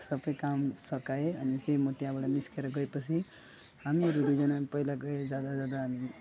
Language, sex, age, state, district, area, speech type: Nepali, male, 18-30, West Bengal, Alipurduar, rural, spontaneous